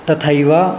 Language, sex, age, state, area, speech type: Sanskrit, male, 18-30, Bihar, rural, spontaneous